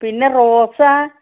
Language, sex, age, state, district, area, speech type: Malayalam, female, 60+, Kerala, Wayanad, rural, conversation